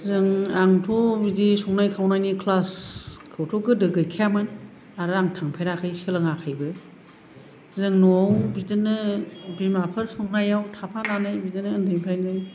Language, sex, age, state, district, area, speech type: Bodo, female, 60+, Assam, Kokrajhar, urban, spontaneous